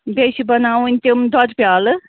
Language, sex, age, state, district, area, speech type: Kashmiri, female, 45-60, Jammu and Kashmir, Ganderbal, rural, conversation